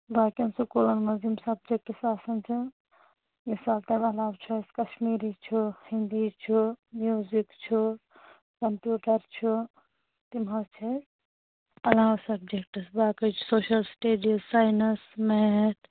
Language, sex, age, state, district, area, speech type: Kashmiri, female, 30-45, Jammu and Kashmir, Kulgam, rural, conversation